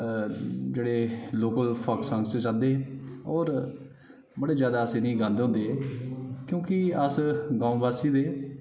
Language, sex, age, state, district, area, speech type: Dogri, male, 30-45, Jammu and Kashmir, Udhampur, rural, spontaneous